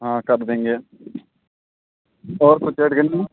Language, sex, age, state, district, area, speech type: Hindi, male, 18-30, Rajasthan, Nagaur, rural, conversation